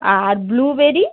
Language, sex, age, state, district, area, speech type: Bengali, female, 45-60, West Bengal, Howrah, urban, conversation